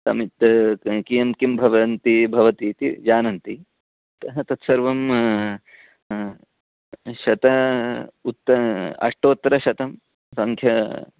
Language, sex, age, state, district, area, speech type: Sanskrit, male, 30-45, Karnataka, Uttara Kannada, rural, conversation